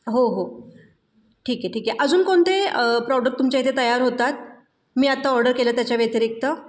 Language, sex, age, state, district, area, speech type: Marathi, female, 30-45, Maharashtra, Satara, urban, spontaneous